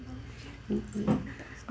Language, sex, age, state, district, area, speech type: Maithili, female, 18-30, Bihar, Araria, urban, spontaneous